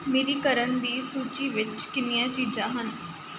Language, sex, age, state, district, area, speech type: Punjabi, female, 18-30, Punjab, Kapurthala, urban, read